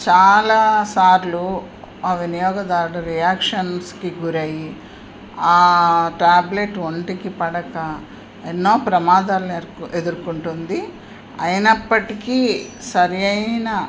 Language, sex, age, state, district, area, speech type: Telugu, female, 60+, Andhra Pradesh, Anantapur, urban, spontaneous